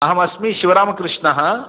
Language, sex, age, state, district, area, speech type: Sanskrit, male, 30-45, Andhra Pradesh, Guntur, urban, conversation